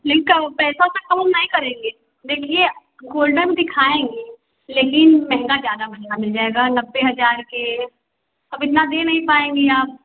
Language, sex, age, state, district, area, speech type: Hindi, female, 18-30, Uttar Pradesh, Prayagraj, urban, conversation